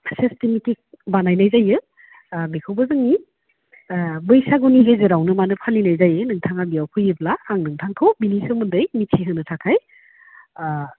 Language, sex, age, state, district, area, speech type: Bodo, female, 45-60, Assam, Udalguri, urban, conversation